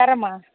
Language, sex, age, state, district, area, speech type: Tamil, female, 60+, Tamil Nadu, Mayiladuthurai, urban, conversation